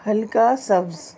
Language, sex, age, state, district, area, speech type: Urdu, female, 30-45, Delhi, Central Delhi, urban, read